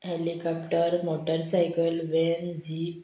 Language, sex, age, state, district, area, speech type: Goan Konkani, female, 45-60, Goa, Murmgao, rural, spontaneous